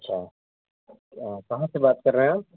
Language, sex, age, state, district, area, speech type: Urdu, male, 18-30, Bihar, Araria, rural, conversation